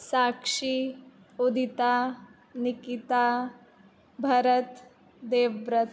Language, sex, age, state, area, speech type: Sanskrit, female, 18-30, Uttar Pradesh, rural, spontaneous